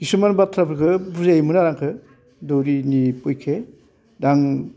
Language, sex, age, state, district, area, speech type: Bodo, male, 60+, Assam, Baksa, rural, spontaneous